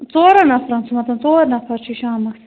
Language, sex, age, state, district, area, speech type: Kashmiri, female, 18-30, Jammu and Kashmir, Budgam, rural, conversation